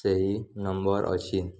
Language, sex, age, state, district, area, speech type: Odia, male, 18-30, Odisha, Nuapada, rural, spontaneous